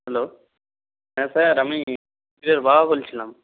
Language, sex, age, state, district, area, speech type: Bengali, male, 18-30, West Bengal, North 24 Parganas, rural, conversation